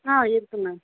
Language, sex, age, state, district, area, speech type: Tamil, female, 18-30, Tamil Nadu, Chennai, urban, conversation